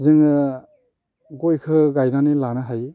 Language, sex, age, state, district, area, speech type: Bodo, male, 45-60, Assam, Baksa, rural, spontaneous